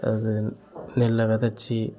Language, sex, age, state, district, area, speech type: Tamil, male, 30-45, Tamil Nadu, Kallakurichi, urban, spontaneous